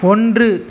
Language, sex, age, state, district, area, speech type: Tamil, male, 18-30, Tamil Nadu, Tiruvannamalai, urban, read